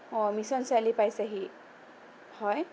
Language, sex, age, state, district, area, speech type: Assamese, female, 18-30, Assam, Sonitpur, urban, spontaneous